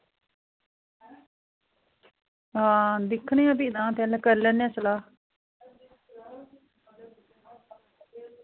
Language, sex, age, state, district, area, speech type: Dogri, female, 45-60, Jammu and Kashmir, Udhampur, rural, conversation